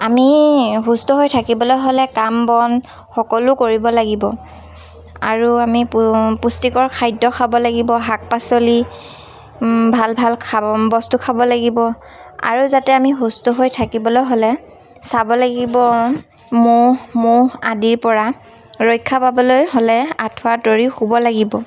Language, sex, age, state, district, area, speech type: Assamese, female, 18-30, Assam, Dhemaji, urban, spontaneous